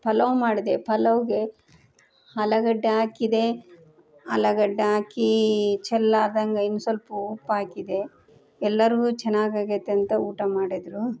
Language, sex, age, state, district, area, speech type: Kannada, female, 30-45, Karnataka, Koppal, urban, spontaneous